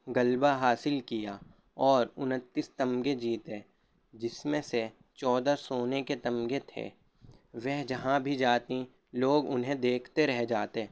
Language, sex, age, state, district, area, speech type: Urdu, male, 18-30, Delhi, Central Delhi, urban, spontaneous